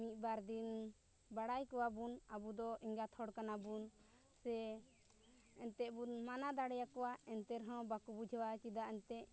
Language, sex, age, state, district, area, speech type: Santali, female, 30-45, Jharkhand, Pakur, rural, spontaneous